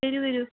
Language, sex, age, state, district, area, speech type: Malayalam, female, 18-30, Kerala, Palakkad, rural, conversation